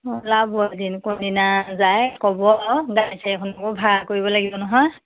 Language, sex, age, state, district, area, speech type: Assamese, female, 30-45, Assam, Majuli, urban, conversation